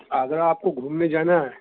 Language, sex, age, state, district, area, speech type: Urdu, male, 30-45, Delhi, Central Delhi, urban, conversation